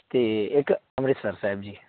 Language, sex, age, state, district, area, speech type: Punjabi, male, 18-30, Punjab, Muktsar, rural, conversation